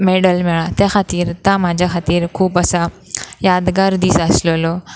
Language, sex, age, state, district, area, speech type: Goan Konkani, female, 18-30, Goa, Pernem, rural, spontaneous